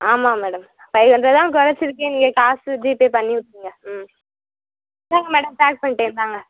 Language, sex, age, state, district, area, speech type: Tamil, female, 18-30, Tamil Nadu, Madurai, rural, conversation